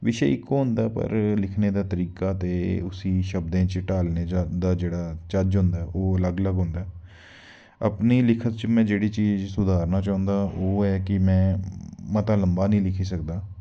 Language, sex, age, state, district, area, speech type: Dogri, male, 30-45, Jammu and Kashmir, Udhampur, rural, spontaneous